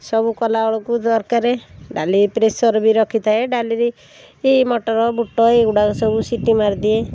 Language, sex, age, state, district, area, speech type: Odia, female, 45-60, Odisha, Puri, urban, spontaneous